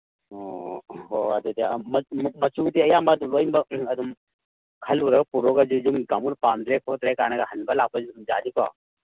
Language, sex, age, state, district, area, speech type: Manipuri, male, 45-60, Manipur, Kakching, rural, conversation